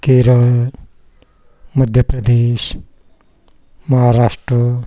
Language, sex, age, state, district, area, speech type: Marathi, male, 60+, Maharashtra, Wardha, rural, spontaneous